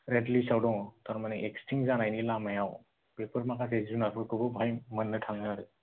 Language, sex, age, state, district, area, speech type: Bodo, male, 18-30, Assam, Kokrajhar, rural, conversation